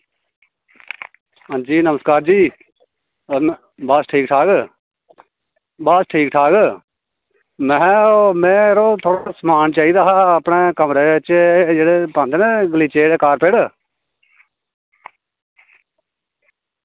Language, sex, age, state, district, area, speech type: Dogri, male, 45-60, Jammu and Kashmir, Reasi, rural, conversation